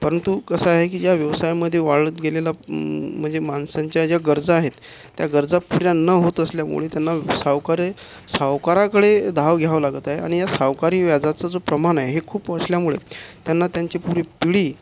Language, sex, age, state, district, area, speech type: Marathi, male, 45-60, Maharashtra, Akola, rural, spontaneous